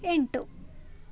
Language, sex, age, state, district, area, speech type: Kannada, female, 18-30, Karnataka, Chitradurga, rural, read